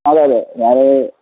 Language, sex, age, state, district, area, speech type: Malayalam, male, 18-30, Kerala, Kozhikode, rural, conversation